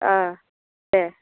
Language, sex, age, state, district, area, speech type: Bodo, female, 30-45, Assam, Udalguri, urban, conversation